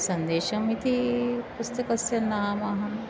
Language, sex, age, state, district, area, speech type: Sanskrit, female, 45-60, Maharashtra, Nagpur, urban, spontaneous